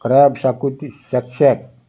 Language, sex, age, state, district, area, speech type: Goan Konkani, male, 60+, Goa, Salcete, rural, spontaneous